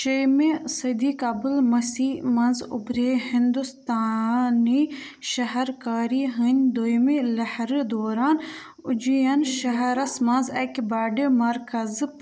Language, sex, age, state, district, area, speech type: Kashmiri, female, 18-30, Jammu and Kashmir, Budgam, rural, read